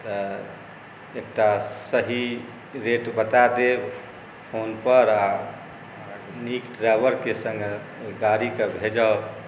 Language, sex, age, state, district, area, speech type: Maithili, male, 45-60, Bihar, Saharsa, urban, spontaneous